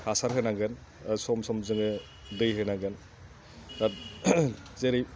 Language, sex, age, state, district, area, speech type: Bodo, male, 30-45, Assam, Udalguri, urban, spontaneous